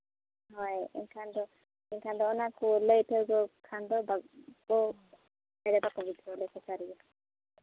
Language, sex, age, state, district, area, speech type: Santali, female, 30-45, Jharkhand, East Singhbhum, rural, conversation